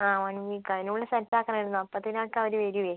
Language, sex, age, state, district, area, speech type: Malayalam, female, 18-30, Kerala, Kozhikode, urban, conversation